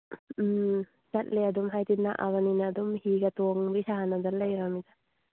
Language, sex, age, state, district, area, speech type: Manipuri, female, 18-30, Manipur, Churachandpur, rural, conversation